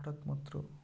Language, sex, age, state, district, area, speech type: Bengali, male, 30-45, West Bengal, North 24 Parganas, rural, spontaneous